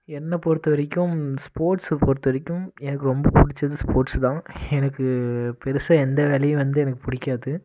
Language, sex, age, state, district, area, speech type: Tamil, male, 18-30, Tamil Nadu, Namakkal, rural, spontaneous